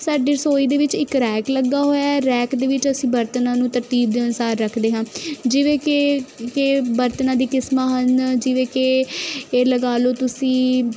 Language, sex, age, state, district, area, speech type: Punjabi, female, 18-30, Punjab, Kapurthala, urban, spontaneous